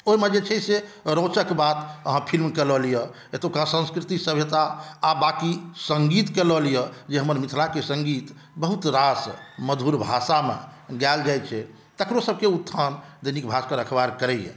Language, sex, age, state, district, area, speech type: Maithili, male, 45-60, Bihar, Saharsa, rural, spontaneous